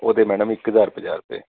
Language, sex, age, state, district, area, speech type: Punjabi, male, 30-45, Punjab, Kapurthala, urban, conversation